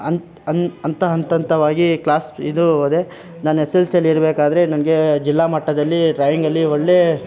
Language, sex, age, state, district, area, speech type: Kannada, male, 18-30, Karnataka, Kolar, rural, spontaneous